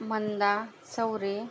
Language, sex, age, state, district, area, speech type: Marathi, female, 30-45, Maharashtra, Akola, rural, spontaneous